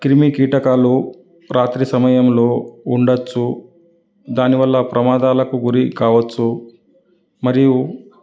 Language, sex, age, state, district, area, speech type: Telugu, male, 30-45, Telangana, Karimnagar, rural, spontaneous